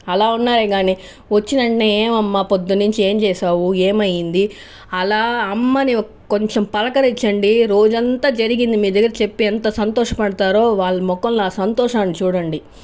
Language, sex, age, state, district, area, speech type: Telugu, female, 45-60, Andhra Pradesh, Chittoor, urban, spontaneous